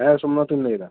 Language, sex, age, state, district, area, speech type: Santali, male, 30-45, West Bengal, Birbhum, rural, conversation